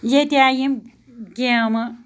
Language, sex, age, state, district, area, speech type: Kashmiri, female, 30-45, Jammu and Kashmir, Anantnag, rural, spontaneous